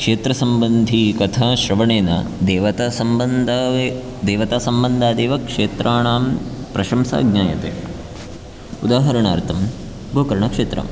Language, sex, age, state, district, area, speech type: Sanskrit, male, 18-30, Karnataka, Chikkamagaluru, rural, spontaneous